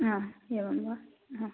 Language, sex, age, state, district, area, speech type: Sanskrit, female, 18-30, Kerala, Kasaragod, rural, conversation